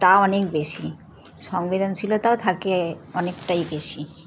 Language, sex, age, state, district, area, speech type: Bengali, female, 60+, West Bengal, Howrah, urban, spontaneous